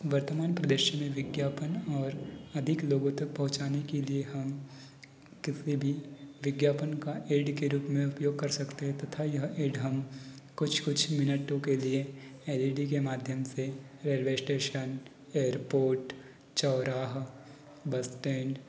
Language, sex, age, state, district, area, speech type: Hindi, male, 45-60, Madhya Pradesh, Balaghat, rural, spontaneous